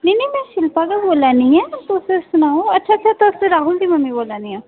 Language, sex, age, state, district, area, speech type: Dogri, female, 18-30, Jammu and Kashmir, Udhampur, rural, conversation